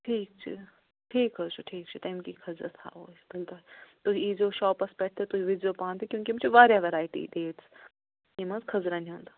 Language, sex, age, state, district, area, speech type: Kashmiri, female, 60+, Jammu and Kashmir, Ganderbal, rural, conversation